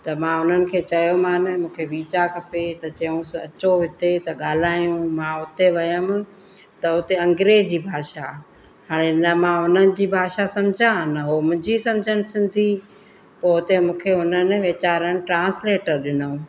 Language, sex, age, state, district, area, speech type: Sindhi, female, 45-60, Madhya Pradesh, Katni, urban, spontaneous